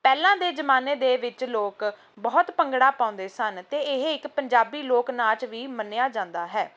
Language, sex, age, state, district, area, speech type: Punjabi, female, 18-30, Punjab, Ludhiana, urban, spontaneous